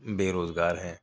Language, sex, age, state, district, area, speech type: Urdu, male, 30-45, Delhi, Central Delhi, urban, spontaneous